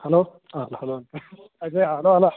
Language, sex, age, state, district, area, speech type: Kannada, male, 45-60, Karnataka, Belgaum, rural, conversation